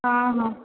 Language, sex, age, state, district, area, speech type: Odia, female, 18-30, Odisha, Dhenkanal, rural, conversation